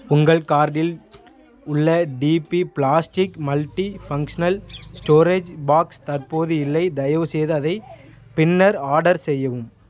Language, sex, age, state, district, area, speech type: Tamil, male, 18-30, Tamil Nadu, Thoothukudi, rural, read